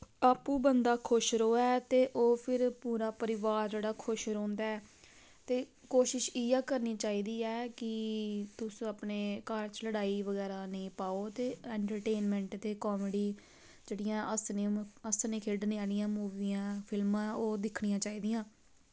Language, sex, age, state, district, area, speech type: Dogri, female, 18-30, Jammu and Kashmir, Samba, rural, spontaneous